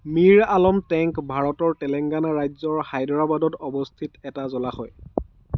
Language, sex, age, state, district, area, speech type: Assamese, male, 45-60, Assam, Dhemaji, rural, read